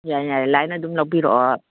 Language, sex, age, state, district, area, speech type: Manipuri, female, 45-60, Manipur, Kakching, rural, conversation